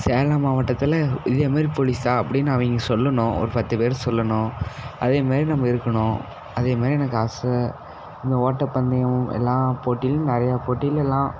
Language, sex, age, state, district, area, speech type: Tamil, male, 18-30, Tamil Nadu, Salem, rural, spontaneous